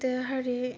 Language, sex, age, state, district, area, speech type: Dogri, female, 18-30, Jammu and Kashmir, Kathua, rural, spontaneous